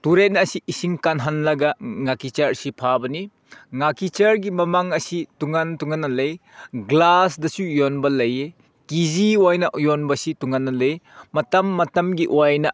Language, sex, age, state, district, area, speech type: Manipuri, male, 30-45, Manipur, Senapati, urban, spontaneous